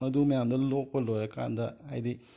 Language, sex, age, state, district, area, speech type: Manipuri, male, 18-30, Manipur, Imphal West, urban, spontaneous